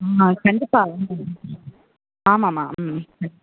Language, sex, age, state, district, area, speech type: Tamil, female, 18-30, Tamil Nadu, Krishnagiri, rural, conversation